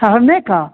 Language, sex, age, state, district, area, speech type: Hindi, male, 45-60, Bihar, Begusarai, urban, conversation